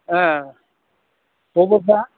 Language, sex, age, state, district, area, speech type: Bodo, male, 45-60, Assam, Kokrajhar, urban, conversation